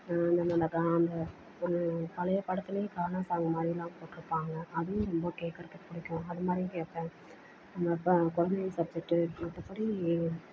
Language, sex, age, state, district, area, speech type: Tamil, female, 45-60, Tamil Nadu, Perambalur, rural, spontaneous